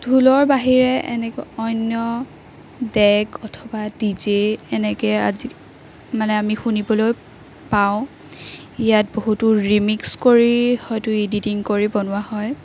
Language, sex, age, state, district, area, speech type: Assamese, female, 18-30, Assam, Biswanath, rural, spontaneous